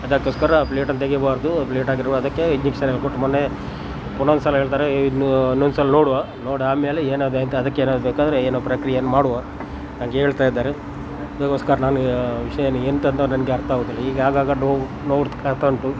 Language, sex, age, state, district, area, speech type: Kannada, male, 60+, Karnataka, Dakshina Kannada, rural, spontaneous